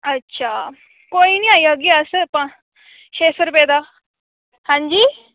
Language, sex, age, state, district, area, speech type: Dogri, female, 18-30, Jammu and Kashmir, Samba, rural, conversation